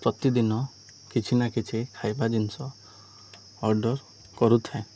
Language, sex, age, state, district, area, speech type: Odia, male, 18-30, Odisha, Koraput, urban, spontaneous